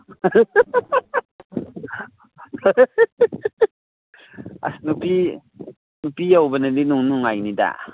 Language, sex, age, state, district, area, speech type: Manipuri, male, 30-45, Manipur, Ukhrul, urban, conversation